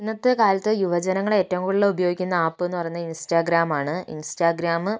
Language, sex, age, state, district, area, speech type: Malayalam, female, 30-45, Kerala, Kozhikode, urban, spontaneous